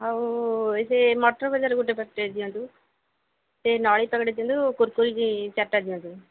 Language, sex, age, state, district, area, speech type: Odia, female, 30-45, Odisha, Jagatsinghpur, rural, conversation